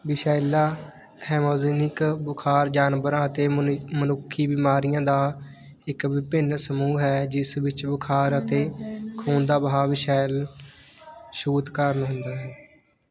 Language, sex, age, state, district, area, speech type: Punjabi, male, 18-30, Punjab, Fatehgarh Sahib, rural, read